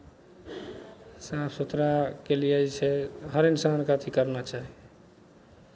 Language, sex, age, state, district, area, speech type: Maithili, male, 45-60, Bihar, Madhepura, rural, spontaneous